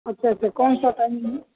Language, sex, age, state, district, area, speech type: Urdu, male, 18-30, Bihar, Purnia, rural, conversation